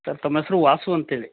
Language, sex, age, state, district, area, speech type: Kannada, male, 45-60, Karnataka, Chitradurga, rural, conversation